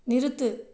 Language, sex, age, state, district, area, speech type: Tamil, female, 45-60, Tamil Nadu, Viluppuram, rural, read